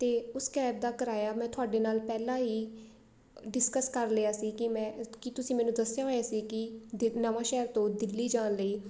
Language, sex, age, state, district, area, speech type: Punjabi, female, 18-30, Punjab, Shaheed Bhagat Singh Nagar, urban, spontaneous